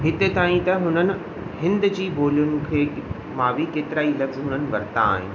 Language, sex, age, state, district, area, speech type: Sindhi, male, 18-30, Rajasthan, Ajmer, urban, spontaneous